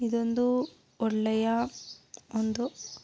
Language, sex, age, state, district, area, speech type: Kannada, female, 30-45, Karnataka, Tumkur, rural, spontaneous